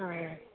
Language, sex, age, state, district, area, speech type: Malayalam, female, 30-45, Kerala, Idukki, rural, conversation